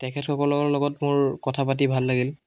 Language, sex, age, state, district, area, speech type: Assamese, male, 18-30, Assam, Biswanath, rural, spontaneous